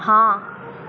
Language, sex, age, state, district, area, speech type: Hindi, female, 18-30, Madhya Pradesh, Chhindwara, urban, read